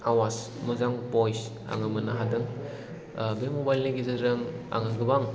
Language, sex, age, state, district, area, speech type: Bodo, male, 30-45, Assam, Chirang, urban, spontaneous